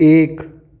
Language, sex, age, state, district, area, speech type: Hindi, male, 18-30, Madhya Pradesh, Jabalpur, urban, read